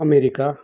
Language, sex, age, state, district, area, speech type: Nepali, male, 45-60, West Bengal, Kalimpong, rural, spontaneous